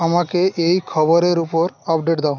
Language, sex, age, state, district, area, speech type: Bengali, male, 18-30, West Bengal, Paschim Medinipur, rural, read